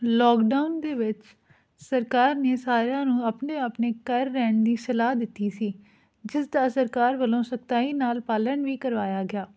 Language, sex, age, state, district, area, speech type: Punjabi, female, 18-30, Punjab, Fatehgarh Sahib, urban, spontaneous